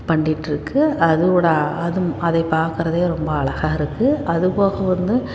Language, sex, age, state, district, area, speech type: Tamil, female, 45-60, Tamil Nadu, Tiruppur, rural, spontaneous